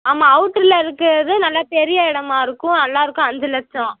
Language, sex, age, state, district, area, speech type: Tamil, female, 18-30, Tamil Nadu, Madurai, rural, conversation